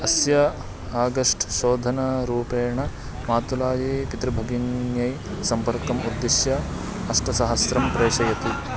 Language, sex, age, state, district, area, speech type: Sanskrit, male, 18-30, Karnataka, Uttara Kannada, rural, read